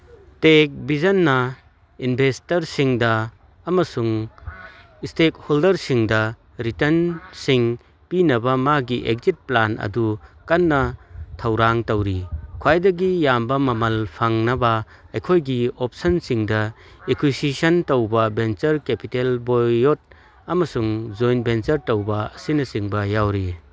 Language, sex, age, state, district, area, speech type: Manipuri, male, 45-60, Manipur, Churachandpur, rural, read